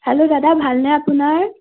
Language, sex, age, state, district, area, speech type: Assamese, female, 18-30, Assam, Nagaon, rural, conversation